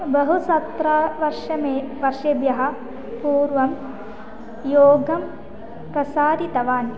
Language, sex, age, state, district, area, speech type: Sanskrit, female, 18-30, Kerala, Malappuram, urban, spontaneous